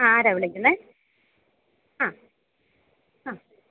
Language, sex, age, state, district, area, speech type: Malayalam, female, 30-45, Kerala, Alappuzha, rural, conversation